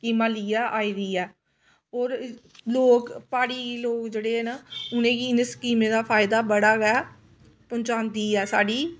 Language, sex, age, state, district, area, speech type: Dogri, female, 30-45, Jammu and Kashmir, Samba, urban, spontaneous